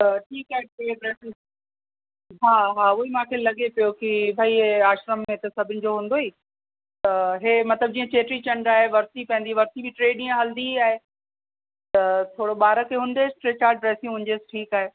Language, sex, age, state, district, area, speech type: Sindhi, female, 30-45, Uttar Pradesh, Lucknow, urban, conversation